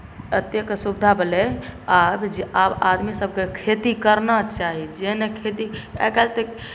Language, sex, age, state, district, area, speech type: Maithili, male, 18-30, Bihar, Saharsa, rural, spontaneous